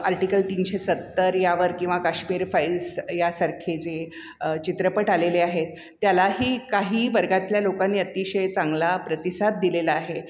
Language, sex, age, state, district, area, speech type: Marathi, female, 60+, Maharashtra, Mumbai Suburban, urban, spontaneous